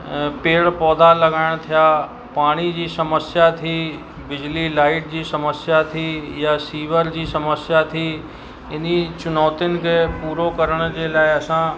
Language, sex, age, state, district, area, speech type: Sindhi, male, 45-60, Uttar Pradesh, Lucknow, rural, spontaneous